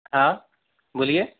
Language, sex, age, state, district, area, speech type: Hindi, male, 30-45, Madhya Pradesh, Hoshangabad, urban, conversation